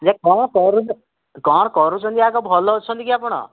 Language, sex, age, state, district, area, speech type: Odia, male, 60+, Odisha, Kandhamal, rural, conversation